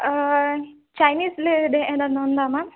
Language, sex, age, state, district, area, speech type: Telugu, female, 18-30, Telangana, Jangaon, urban, conversation